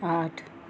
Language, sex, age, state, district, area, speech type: Hindi, female, 60+, Uttar Pradesh, Azamgarh, rural, read